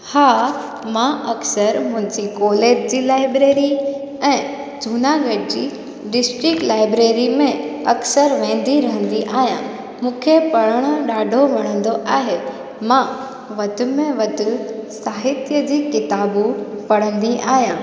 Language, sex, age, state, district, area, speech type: Sindhi, female, 18-30, Gujarat, Junagadh, rural, spontaneous